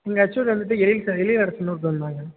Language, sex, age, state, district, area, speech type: Tamil, male, 18-30, Tamil Nadu, Tiruvarur, rural, conversation